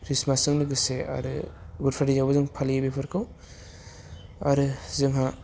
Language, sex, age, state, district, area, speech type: Bodo, male, 18-30, Assam, Udalguri, urban, spontaneous